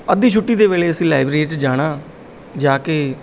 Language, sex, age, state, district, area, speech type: Punjabi, male, 30-45, Punjab, Bathinda, urban, spontaneous